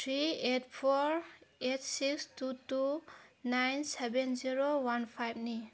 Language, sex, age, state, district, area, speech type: Manipuri, female, 30-45, Manipur, Senapati, rural, read